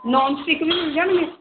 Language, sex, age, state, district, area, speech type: Punjabi, female, 45-60, Punjab, Barnala, rural, conversation